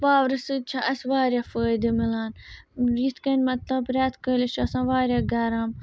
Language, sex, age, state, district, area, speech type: Kashmiri, female, 30-45, Jammu and Kashmir, Srinagar, urban, spontaneous